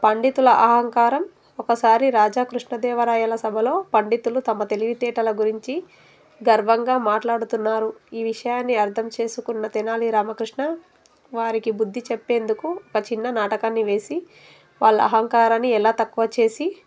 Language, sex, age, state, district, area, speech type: Telugu, female, 30-45, Telangana, Narayanpet, urban, spontaneous